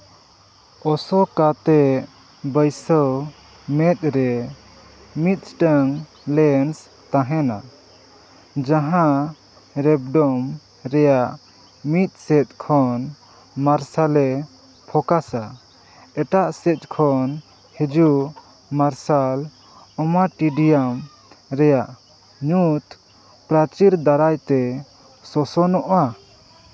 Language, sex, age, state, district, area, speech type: Santali, male, 30-45, Jharkhand, Seraikela Kharsawan, rural, read